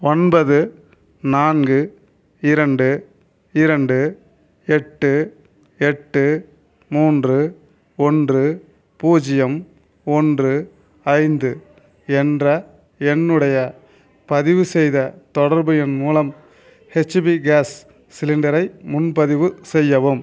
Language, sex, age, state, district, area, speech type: Tamil, male, 45-60, Tamil Nadu, Ariyalur, rural, read